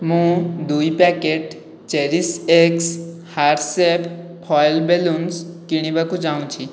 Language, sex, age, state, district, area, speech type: Odia, male, 18-30, Odisha, Khordha, rural, read